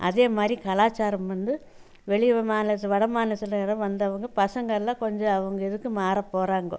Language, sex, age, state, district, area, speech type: Tamil, female, 60+, Tamil Nadu, Coimbatore, rural, spontaneous